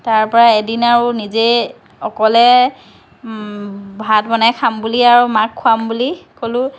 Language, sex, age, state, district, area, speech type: Assamese, female, 45-60, Assam, Lakhimpur, rural, spontaneous